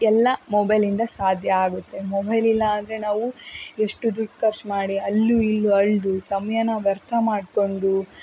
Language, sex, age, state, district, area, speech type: Kannada, female, 18-30, Karnataka, Davanagere, rural, spontaneous